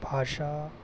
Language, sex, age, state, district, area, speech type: Hindi, male, 18-30, Madhya Pradesh, Jabalpur, urban, spontaneous